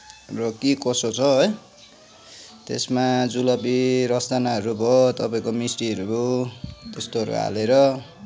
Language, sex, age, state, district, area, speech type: Nepali, male, 30-45, West Bengal, Kalimpong, rural, spontaneous